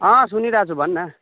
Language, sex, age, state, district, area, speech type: Nepali, male, 30-45, West Bengal, Jalpaiguri, urban, conversation